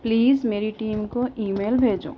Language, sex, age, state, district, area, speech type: Urdu, female, 30-45, Telangana, Hyderabad, urban, read